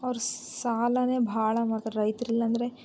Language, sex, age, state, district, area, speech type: Kannada, female, 18-30, Karnataka, Chitradurga, urban, spontaneous